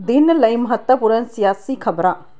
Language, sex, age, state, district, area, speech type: Punjabi, female, 18-30, Punjab, Tarn Taran, urban, read